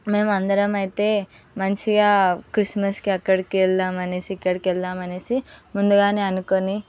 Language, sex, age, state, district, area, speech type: Telugu, female, 18-30, Telangana, Ranga Reddy, urban, spontaneous